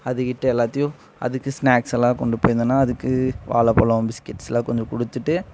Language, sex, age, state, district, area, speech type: Tamil, male, 18-30, Tamil Nadu, Coimbatore, rural, spontaneous